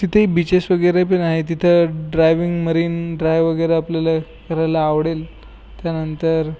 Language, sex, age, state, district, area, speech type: Marathi, male, 18-30, Maharashtra, Washim, urban, spontaneous